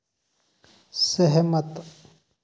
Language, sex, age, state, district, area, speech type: Hindi, male, 18-30, Rajasthan, Bharatpur, rural, read